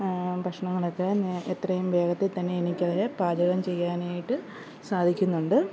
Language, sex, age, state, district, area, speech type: Malayalam, female, 30-45, Kerala, Alappuzha, rural, spontaneous